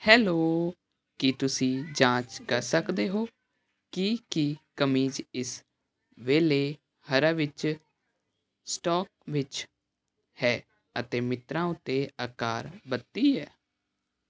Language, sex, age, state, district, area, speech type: Punjabi, male, 18-30, Punjab, Hoshiarpur, urban, read